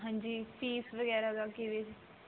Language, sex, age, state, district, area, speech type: Punjabi, female, 18-30, Punjab, Mohali, rural, conversation